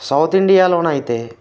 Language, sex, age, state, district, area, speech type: Telugu, male, 30-45, Telangana, Khammam, rural, spontaneous